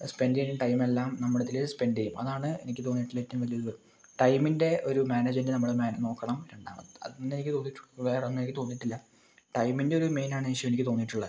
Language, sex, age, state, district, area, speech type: Malayalam, male, 18-30, Kerala, Wayanad, rural, spontaneous